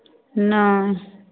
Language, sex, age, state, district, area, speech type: Maithili, female, 30-45, Bihar, Samastipur, rural, conversation